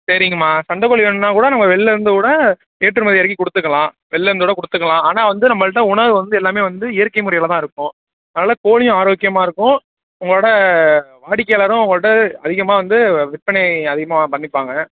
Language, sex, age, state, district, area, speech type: Tamil, male, 18-30, Tamil Nadu, Thanjavur, rural, conversation